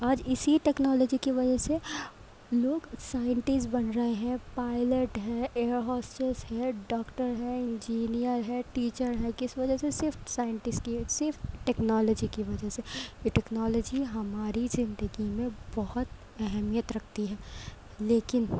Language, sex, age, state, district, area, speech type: Urdu, female, 18-30, Delhi, Central Delhi, urban, spontaneous